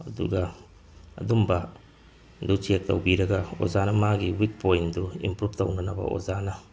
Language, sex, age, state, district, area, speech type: Manipuri, male, 45-60, Manipur, Tengnoupal, rural, spontaneous